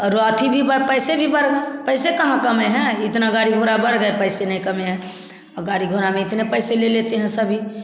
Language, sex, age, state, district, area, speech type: Hindi, female, 60+, Bihar, Samastipur, rural, spontaneous